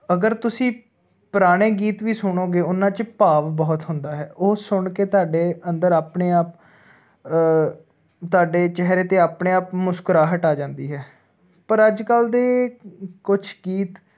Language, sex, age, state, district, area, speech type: Punjabi, male, 18-30, Punjab, Ludhiana, urban, spontaneous